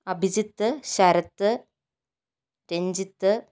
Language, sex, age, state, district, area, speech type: Malayalam, female, 60+, Kerala, Kozhikode, rural, spontaneous